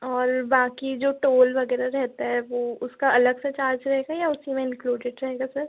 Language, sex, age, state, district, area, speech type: Hindi, female, 18-30, Madhya Pradesh, Chhindwara, urban, conversation